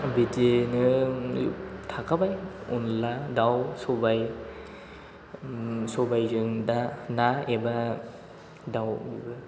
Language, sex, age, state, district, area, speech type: Bodo, male, 18-30, Assam, Chirang, rural, spontaneous